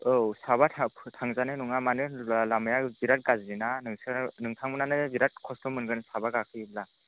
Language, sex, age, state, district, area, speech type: Bodo, male, 30-45, Assam, Chirang, rural, conversation